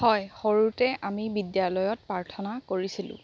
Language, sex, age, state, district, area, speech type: Assamese, female, 30-45, Assam, Golaghat, urban, spontaneous